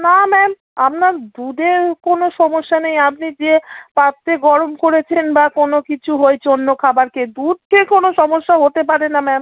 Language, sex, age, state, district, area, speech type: Bengali, female, 30-45, West Bengal, South 24 Parganas, rural, conversation